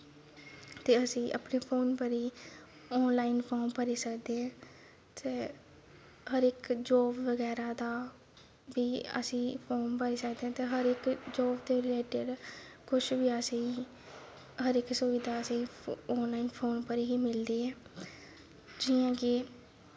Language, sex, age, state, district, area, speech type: Dogri, female, 18-30, Jammu and Kashmir, Kathua, rural, spontaneous